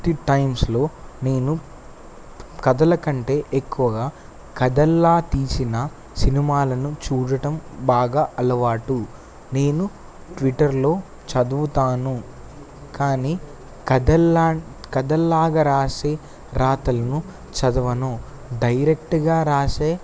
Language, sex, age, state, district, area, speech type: Telugu, male, 18-30, Telangana, Kamareddy, urban, spontaneous